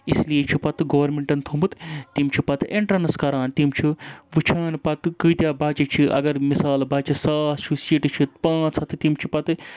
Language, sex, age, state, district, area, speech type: Kashmiri, male, 30-45, Jammu and Kashmir, Srinagar, urban, spontaneous